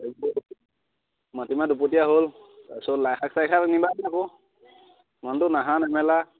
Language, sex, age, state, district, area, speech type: Assamese, male, 18-30, Assam, Majuli, urban, conversation